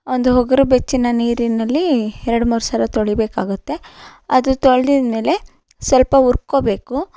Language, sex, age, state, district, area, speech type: Kannada, female, 30-45, Karnataka, Mandya, rural, spontaneous